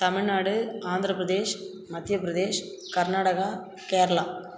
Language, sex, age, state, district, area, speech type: Tamil, female, 45-60, Tamil Nadu, Cuddalore, rural, spontaneous